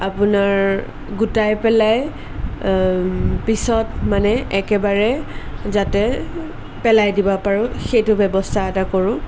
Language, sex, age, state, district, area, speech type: Assamese, female, 18-30, Assam, Sonitpur, rural, spontaneous